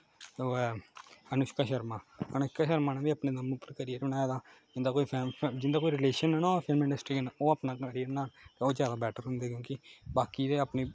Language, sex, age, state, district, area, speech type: Dogri, male, 18-30, Jammu and Kashmir, Kathua, rural, spontaneous